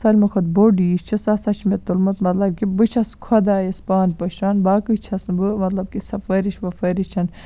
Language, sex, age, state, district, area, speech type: Kashmiri, female, 18-30, Jammu and Kashmir, Baramulla, rural, spontaneous